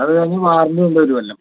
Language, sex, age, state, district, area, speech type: Malayalam, male, 60+, Kerala, Palakkad, rural, conversation